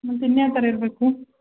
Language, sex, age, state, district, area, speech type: Kannada, female, 30-45, Karnataka, Hassan, urban, conversation